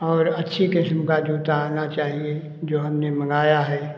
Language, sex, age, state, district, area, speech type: Hindi, male, 60+, Uttar Pradesh, Lucknow, rural, spontaneous